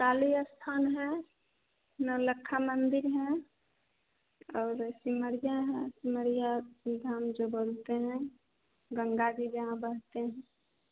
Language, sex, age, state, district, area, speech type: Hindi, female, 30-45, Bihar, Begusarai, urban, conversation